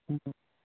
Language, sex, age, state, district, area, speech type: Punjabi, male, 18-30, Punjab, Fazilka, rural, conversation